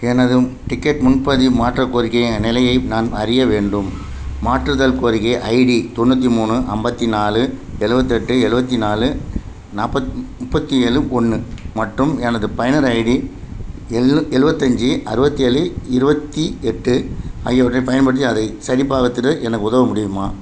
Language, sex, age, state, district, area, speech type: Tamil, male, 45-60, Tamil Nadu, Thanjavur, urban, read